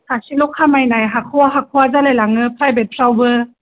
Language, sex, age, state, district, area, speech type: Bodo, female, 30-45, Assam, Kokrajhar, urban, conversation